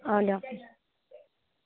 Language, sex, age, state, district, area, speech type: Assamese, female, 30-45, Assam, Barpeta, rural, conversation